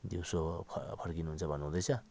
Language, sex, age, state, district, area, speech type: Nepali, male, 45-60, West Bengal, Jalpaiguri, rural, spontaneous